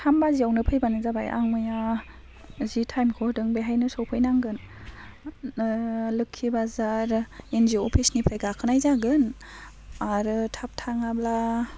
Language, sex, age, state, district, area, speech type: Bodo, female, 18-30, Assam, Baksa, rural, spontaneous